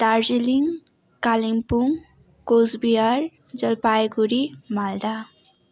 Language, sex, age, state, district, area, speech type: Nepali, female, 18-30, West Bengal, Darjeeling, rural, spontaneous